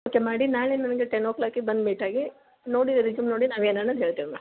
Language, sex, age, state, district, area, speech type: Kannada, female, 30-45, Karnataka, Gadag, rural, conversation